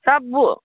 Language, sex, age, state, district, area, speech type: Hindi, female, 45-60, Bihar, Darbhanga, rural, conversation